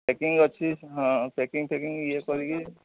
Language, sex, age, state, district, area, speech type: Odia, male, 45-60, Odisha, Sundergarh, rural, conversation